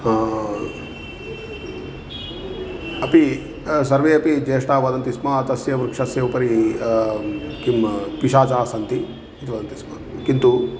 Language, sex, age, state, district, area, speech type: Sanskrit, male, 30-45, Telangana, Karimnagar, rural, spontaneous